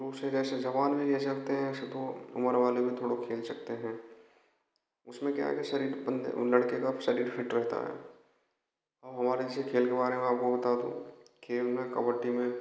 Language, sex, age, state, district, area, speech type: Hindi, male, 18-30, Rajasthan, Bharatpur, rural, spontaneous